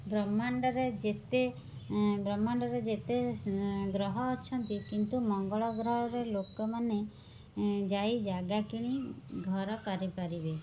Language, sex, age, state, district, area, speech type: Odia, female, 30-45, Odisha, Cuttack, urban, spontaneous